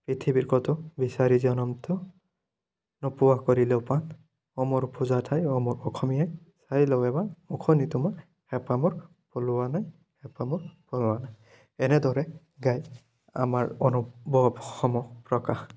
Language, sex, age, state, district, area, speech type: Assamese, male, 30-45, Assam, Biswanath, rural, spontaneous